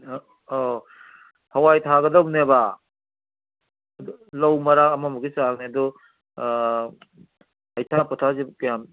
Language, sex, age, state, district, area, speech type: Manipuri, male, 60+, Manipur, Kangpokpi, urban, conversation